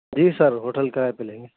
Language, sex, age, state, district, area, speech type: Urdu, male, 18-30, Uttar Pradesh, Saharanpur, urban, conversation